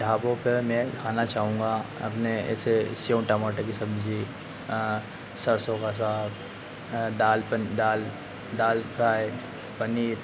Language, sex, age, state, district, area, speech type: Hindi, male, 30-45, Madhya Pradesh, Harda, urban, spontaneous